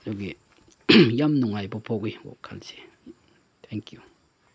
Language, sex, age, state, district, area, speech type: Manipuri, male, 30-45, Manipur, Chandel, rural, spontaneous